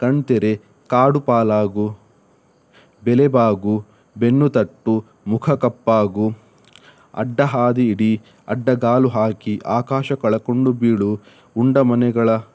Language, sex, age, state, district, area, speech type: Kannada, male, 18-30, Karnataka, Udupi, rural, spontaneous